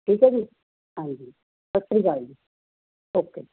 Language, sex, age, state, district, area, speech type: Punjabi, female, 45-60, Punjab, Muktsar, urban, conversation